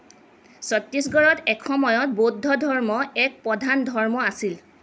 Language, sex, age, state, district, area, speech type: Assamese, female, 30-45, Assam, Lakhimpur, rural, read